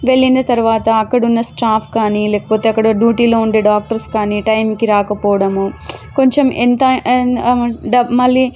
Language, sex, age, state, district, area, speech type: Telugu, female, 30-45, Telangana, Warangal, urban, spontaneous